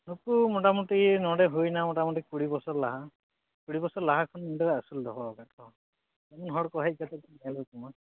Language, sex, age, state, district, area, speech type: Santali, male, 30-45, West Bengal, Purulia, rural, conversation